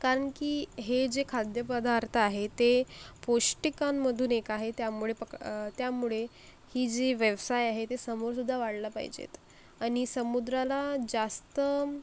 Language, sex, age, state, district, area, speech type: Marathi, female, 18-30, Maharashtra, Akola, rural, spontaneous